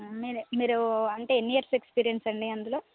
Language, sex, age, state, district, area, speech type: Telugu, female, 30-45, Telangana, Hanamkonda, urban, conversation